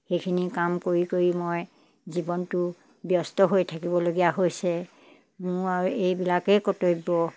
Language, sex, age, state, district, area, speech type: Assamese, female, 60+, Assam, Dibrugarh, rural, spontaneous